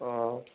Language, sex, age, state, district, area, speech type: Assamese, male, 18-30, Assam, Charaideo, urban, conversation